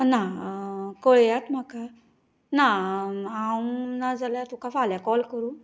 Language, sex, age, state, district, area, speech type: Goan Konkani, female, 30-45, Goa, Canacona, rural, spontaneous